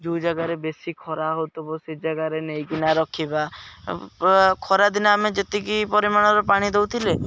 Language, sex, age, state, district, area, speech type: Odia, male, 18-30, Odisha, Jagatsinghpur, rural, spontaneous